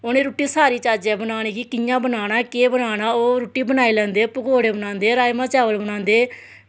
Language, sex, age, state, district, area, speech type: Dogri, female, 30-45, Jammu and Kashmir, Samba, rural, spontaneous